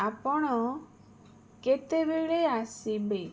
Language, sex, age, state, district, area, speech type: Odia, female, 30-45, Odisha, Bhadrak, rural, spontaneous